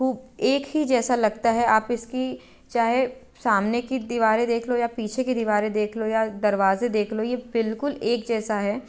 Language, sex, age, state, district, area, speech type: Hindi, female, 18-30, Madhya Pradesh, Betul, rural, spontaneous